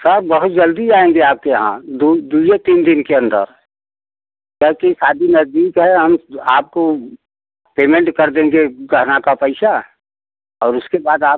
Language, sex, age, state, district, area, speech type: Hindi, male, 60+, Uttar Pradesh, Prayagraj, rural, conversation